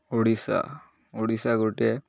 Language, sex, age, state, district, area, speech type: Odia, male, 18-30, Odisha, Malkangiri, urban, spontaneous